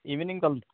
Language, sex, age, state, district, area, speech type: Goan Konkani, male, 18-30, Goa, Murmgao, urban, conversation